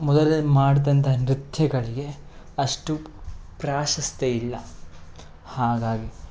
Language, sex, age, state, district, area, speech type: Kannada, male, 30-45, Karnataka, Udupi, rural, spontaneous